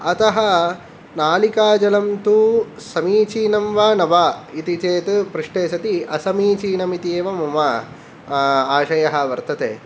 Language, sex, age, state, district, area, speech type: Sanskrit, male, 18-30, Tamil Nadu, Kanchipuram, urban, spontaneous